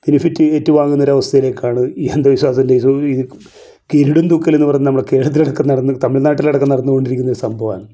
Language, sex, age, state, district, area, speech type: Malayalam, male, 45-60, Kerala, Kasaragod, rural, spontaneous